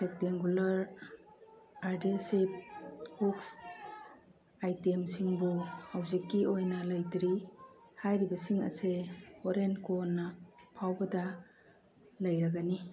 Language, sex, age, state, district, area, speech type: Manipuri, female, 45-60, Manipur, Churachandpur, urban, read